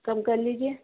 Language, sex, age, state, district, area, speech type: Urdu, female, 30-45, Delhi, East Delhi, urban, conversation